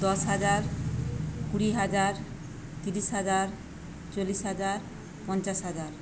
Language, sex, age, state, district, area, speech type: Bengali, female, 45-60, West Bengal, Paschim Medinipur, rural, spontaneous